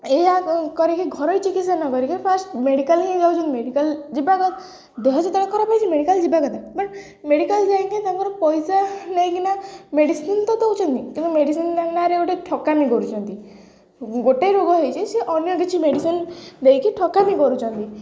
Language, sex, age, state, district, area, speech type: Odia, female, 18-30, Odisha, Jagatsinghpur, rural, spontaneous